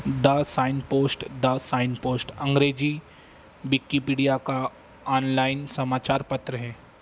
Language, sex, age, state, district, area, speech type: Hindi, male, 30-45, Madhya Pradesh, Harda, urban, read